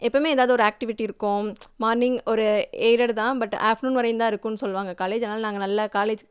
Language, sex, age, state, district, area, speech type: Tamil, female, 18-30, Tamil Nadu, Madurai, urban, spontaneous